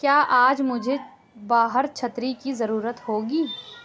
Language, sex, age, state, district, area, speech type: Urdu, female, 18-30, Uttar Pradesh, Lucknow, rural, read